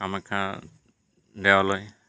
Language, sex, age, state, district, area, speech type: Assamese, male, 45-60, Assam, Goalpara, urban, spontaneous